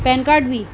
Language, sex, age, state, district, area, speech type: Sindhi, female, 18-30, Delhi, South Delhi, urban, spontaneous